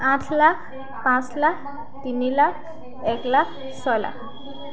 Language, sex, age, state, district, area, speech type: Assamese, female, 18-30, Assam, Sivasagar, rural, spontaneous